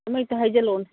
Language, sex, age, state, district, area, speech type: Manipuri, female, 45-60, Manipur, Churachandpur, rural, conversation